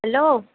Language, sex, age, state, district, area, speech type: Assamese, female, 45-60, Assam, Nagaon, rural, conversation